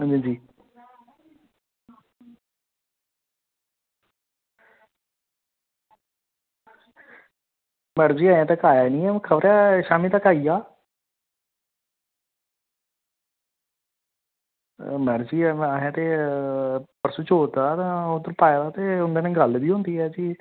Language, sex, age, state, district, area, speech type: Dogri, male, 30-45, Jammu and Kashmir, Samba, rural, conversation